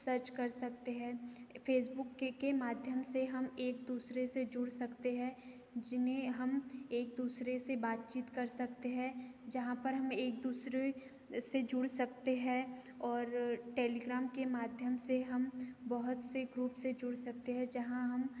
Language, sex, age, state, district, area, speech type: Hindi, female, 18-30, Madhya Pradesh, Betul, urban, spontaneous